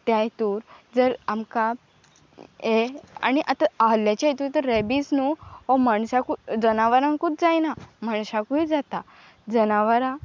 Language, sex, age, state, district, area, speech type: Goan Konkani, female, 18-30, Goa, Pernem, rural, spontaneous